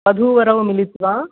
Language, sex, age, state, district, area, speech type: Sanskrit, female, 45-60, Andhra Pradesh, East Godavari, urban, conversation